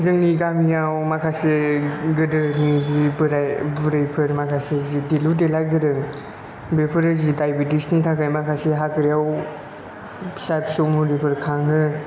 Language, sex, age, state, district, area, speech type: Bodo, male, 30-45, Assam, Chirang, rural, spontaneous